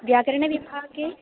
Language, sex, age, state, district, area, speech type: Sanskrit, female, 18-30, Kerala, Palakkad, rural, conversation